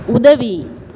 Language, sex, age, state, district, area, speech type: Tamil, female, 30-45, Tamil Nadu, Thoothukudi, urban, read